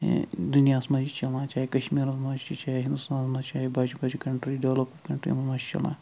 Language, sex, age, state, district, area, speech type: Kashmiri, male, 45-60, Jammu and Kashmir, Budgam, rural, spontaneous